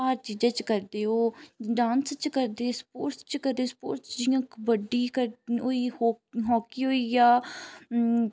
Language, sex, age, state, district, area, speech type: Dogri, female, 30-45, Jammu and Kashmir, Udhampur, urban, spontaneous